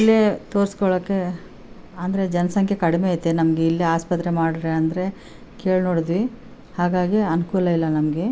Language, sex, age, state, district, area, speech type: Kannada, female, 45-60, Karnataka, Bellary, rural, spontaneous